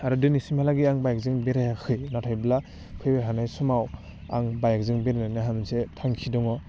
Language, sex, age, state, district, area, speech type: Bodo, male, 18-30, Assam, Udalguri, urban, spontaneous